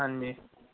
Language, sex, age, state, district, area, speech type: Punjabi, male, 45-60, Punjab, Ludhiana, urban, conversation